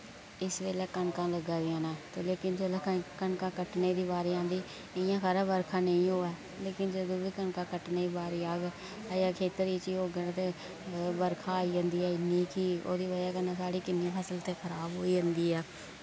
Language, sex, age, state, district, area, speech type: Dogri, female, 18-30, Jammu and Kashmir, Kathua, rural, spontaneous